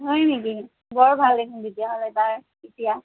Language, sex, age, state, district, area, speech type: Assamese, female, 45-60, Assam, Sonitpur, rural, conversation